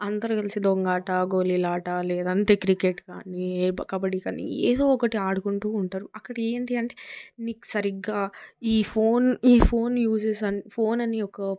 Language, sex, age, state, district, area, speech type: Telugu, female, 18-30, Telangana, Hyderabad, urban, spontaneous